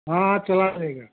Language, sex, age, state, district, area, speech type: Hindi, male, 60+, Uttar Pradesh, Jaunpur, rural, conversation